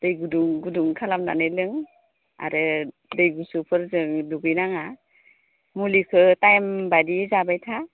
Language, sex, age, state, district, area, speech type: Bodo, female, 30-45, Assam, Baksa, rural, conversation